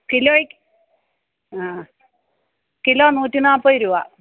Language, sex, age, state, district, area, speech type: Malayalam, female, 60+, Kerala, Pathanamthitta, rural, conversation